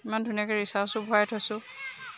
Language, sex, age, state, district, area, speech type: Assamese, female, 30-45, Assam, Lakhimpur, urban, spontaneous